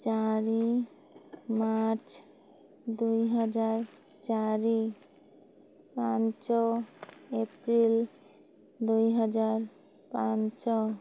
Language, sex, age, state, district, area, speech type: Odia, male, 30-45, Odisha, Malkangiri, urban, spontaneous